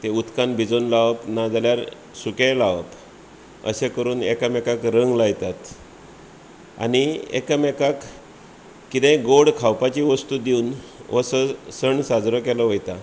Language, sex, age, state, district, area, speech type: Goan Konkani, male, 45-60, Goa, Bardez, rural, spontaneous